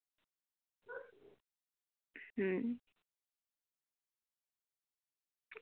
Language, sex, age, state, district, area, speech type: Dogri, female, 18-30, Jammu and Kashmir, Kathua, rural, conversation